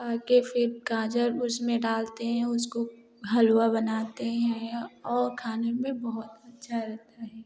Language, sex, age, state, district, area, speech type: Hindi, female, 18-30, Uttar Pradesh, Prayagraj, rural, spontaneous